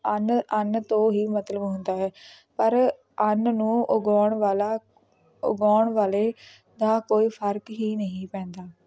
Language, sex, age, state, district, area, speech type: Punjabi, female, 18-30, Punjab, Patiala, rural, spontaneous